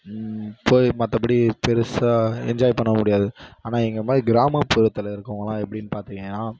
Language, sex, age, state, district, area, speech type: Tamil, male, 18-30, Tamil Nadu, Kallakurichi, rural, spontaneous